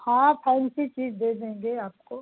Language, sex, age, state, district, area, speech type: Hindi, female, 45-60, Uttar Pradesh, Mau, rural, conversation